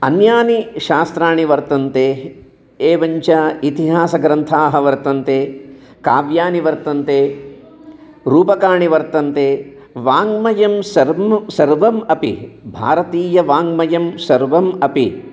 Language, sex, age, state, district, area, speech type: Sanskrit, male, 60+, Telangana, Jagtial, urban, spontaneous